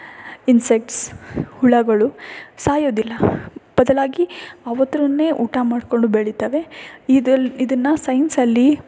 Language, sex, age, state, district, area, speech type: Kannada, female, 18-30, Karnataka, Tumkur, rural, spontaneous